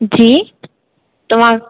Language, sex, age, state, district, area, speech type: Sindhi, female, 18-30, Rajasthan, Ajmer, urban, conversation